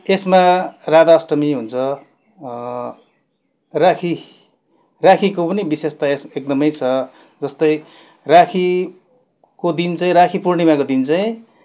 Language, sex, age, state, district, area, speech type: Nepali, male, 45-60, West Bengal, Darjeeling, rural, spontaneous